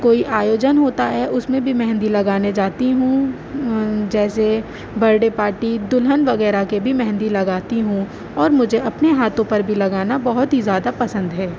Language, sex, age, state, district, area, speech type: Urdu, female, 30-45, Uttar Pradesh, Aligarh, rural, spontaneous